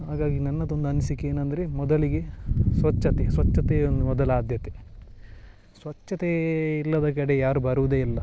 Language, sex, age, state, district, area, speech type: Kannada, male, 30-45, Karnataka, Dakshina Kannada, rural, spontaneous